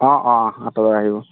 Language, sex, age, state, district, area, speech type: Assamese, male, 30-45, Assam, Dibrugarh, rural, conversation